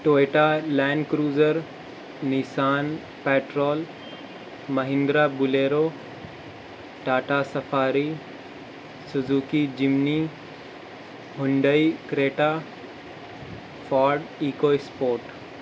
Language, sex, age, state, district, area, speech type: Urdu, male, 30-45, Bihar, Gaya, urban, spontaneous